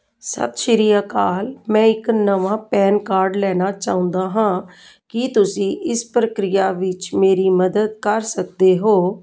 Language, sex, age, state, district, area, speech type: Punjabi, female, 45-60, Punjab, Jalandhar, urban, read